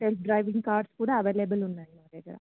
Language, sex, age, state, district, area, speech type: Telugu, female, 30-45, Andhra Pradesh, N T Rama Rao, rural, conversation